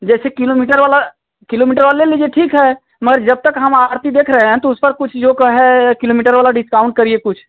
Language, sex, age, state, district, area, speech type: Hindi, male, 30-45, Uttar Pradesh, Azamgarh, rural, conversation